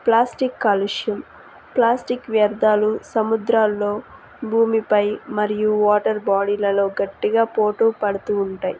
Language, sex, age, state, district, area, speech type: Telugu, female, 18-30, Andhra Pradesh, Nellore, rural, spontaneous